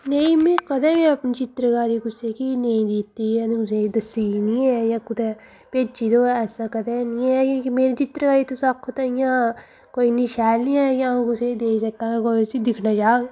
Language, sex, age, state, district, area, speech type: Dogri, female, 30-45, Jammu and Kashmir, Udhampur, urban, spontaneous